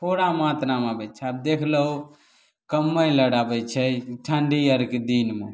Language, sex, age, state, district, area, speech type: Maithili, male, 18-30, Bihar, Begusarai, rural, spontaneous